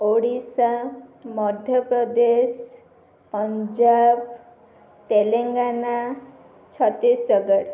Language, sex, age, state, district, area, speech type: Odia, female, 18-30, Odisha, Ganjam, urban, spontaneous